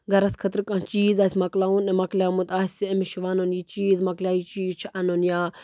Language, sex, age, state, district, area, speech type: Kashmiri, female, 30-45, Jammu and Kashmir, Budgam, rural, spontaneous